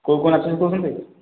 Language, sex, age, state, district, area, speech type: Odia, male, 18-30, Odisha, Khordha, rural, conversation